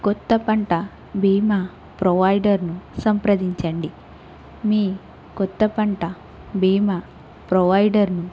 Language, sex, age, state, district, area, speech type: Telugu, female, 18-30, Andhra Pradesh, Krishna, urban, spontaneous